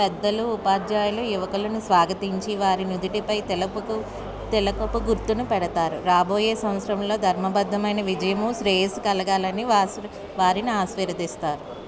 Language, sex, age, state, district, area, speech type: Telugu, female, 30-45, Andhra Pradesh, Anakapalli, urban, read